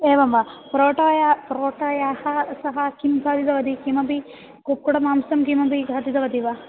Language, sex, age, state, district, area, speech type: Sanskrit, female, 18-30, Kerala, Malappuram, urban, conversation